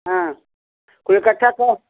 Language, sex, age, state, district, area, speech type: Hindi, female, 60+, Uttar Pradesh, Ghazipur, rural, conversation